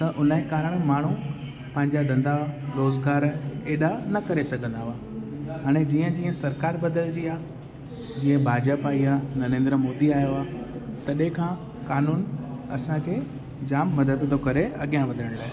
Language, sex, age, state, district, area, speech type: Sindhi, male, 18-30, Gujarat, Kutch, urban, spontaneous